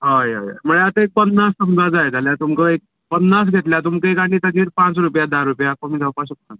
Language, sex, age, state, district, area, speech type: Goan Konkani, male, 18-30, Goa, Canacona, rural, conversation